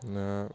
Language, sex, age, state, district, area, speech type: Bodo, male, 18-30, Assam, Baksa, rural, spontaneous